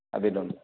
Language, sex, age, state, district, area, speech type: Assamese, male, 45-60, Assam, Goalpara, urban, conversation